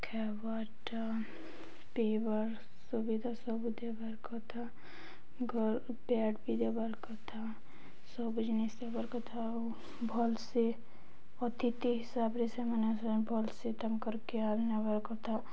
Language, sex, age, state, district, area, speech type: Odia, female, 18-30, Odisha, Balangir, urban, spontaneous